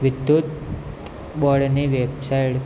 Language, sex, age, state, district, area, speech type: Gujarati, male, 18-30, Gujarat, Kheda, rural, spontaneous